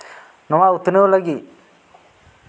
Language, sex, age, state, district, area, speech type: Santali, male, 18-30, West Bengal, Bankura, rural, spontaneous